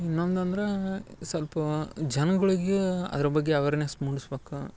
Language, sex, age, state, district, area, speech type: Kannada, male, 18-30, Karnataka, Dharwad, rural, spontaneous